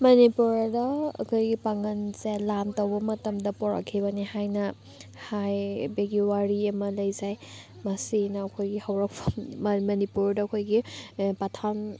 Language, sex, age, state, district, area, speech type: Manipuri, female, 18-30, Manipur, Thoubal, rural, spontaneous